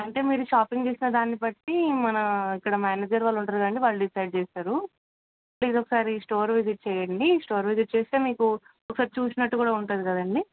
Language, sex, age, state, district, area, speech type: Telugu, female, 18-30, Telangana, Hyderabad, urban, conversation